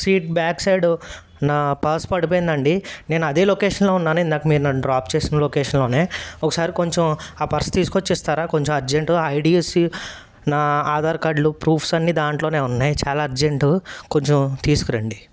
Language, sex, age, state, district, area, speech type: Telugu, male, 30-45, Andhra Pradesh, N T Rama Rao, urban, spontaneous